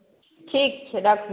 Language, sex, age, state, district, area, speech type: Maithili, female, 45-60, Bihar, Madhubani, rural, conversation